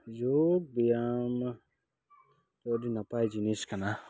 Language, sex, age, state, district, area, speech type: Santali, male, 30-45, West Bengal, Dakshin Dinajpur, rural, spontaneous